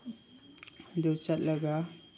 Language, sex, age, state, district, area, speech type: Manipuri, male, 30-45, Manipur, Chandel, rural, spontaneous